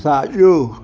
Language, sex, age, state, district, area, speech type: Sindhi, male, 60+, Delhi, South Delhi, urban, read